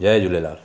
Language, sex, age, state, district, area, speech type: Sindhi, male, 30-45, Gujarat, Surat, urban, spontaneous